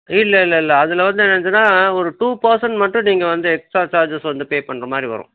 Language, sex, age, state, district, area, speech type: Tamil, male, 60+, Tamil Nadu, Dharmapuri, rural, conversation